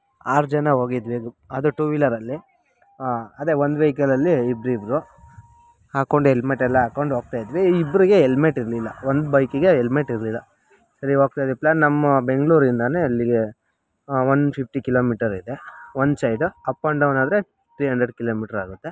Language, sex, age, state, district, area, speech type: Kannada, male, 30-45, Karnataka, Bangalore Rural, rural, spontaneous